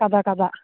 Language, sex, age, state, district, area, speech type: Malayalam, female, 30-45, Kerala, Idukki, rural, conversation